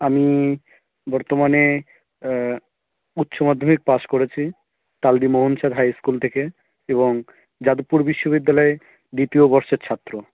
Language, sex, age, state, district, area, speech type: Bengali, male, 18-30, West Bengal, South 24 Parganas, rural, conversation